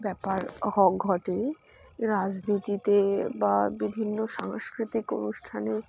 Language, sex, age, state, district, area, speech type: Bengali, female, 18-30, West Bengal, Dakshin Dinajpur, urban, spontaneous